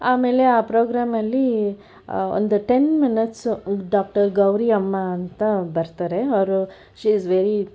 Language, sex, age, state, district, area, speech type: Kannada, female, 60+, Karnataka, Bangalore Urban, urban, spontaneous